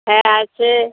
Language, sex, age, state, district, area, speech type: Bengali, female, 30-45, West Bengal, Uttar Dinajpur, rural, conversation